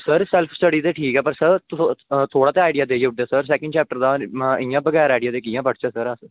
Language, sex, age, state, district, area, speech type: Dogri, male, 18-30, Jammu and Kashmir, Kathua, rural, conversation